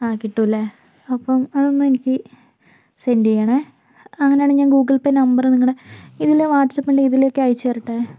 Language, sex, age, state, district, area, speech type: Malayalam, female, 18-30, Kerala, Kozhikode, urban, spontaneous